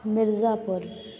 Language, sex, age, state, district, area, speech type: Hindi, female, 18-30, Uttar Pradesh, Mirzapur, rural, spontaneous